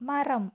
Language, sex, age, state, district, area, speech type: Tamil, female, 30-45, Tamil Nadu, Theni, urban, read